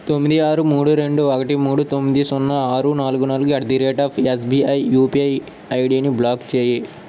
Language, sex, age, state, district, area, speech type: Telugu, male, 45-60, Andhra Pradesh, Srikakulam, urban, read